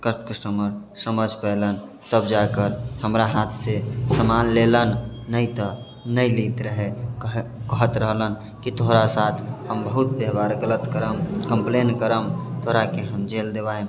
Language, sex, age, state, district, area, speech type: Maithili, male, 18-30, Bihar, Sitamarhi, rural, spontaneous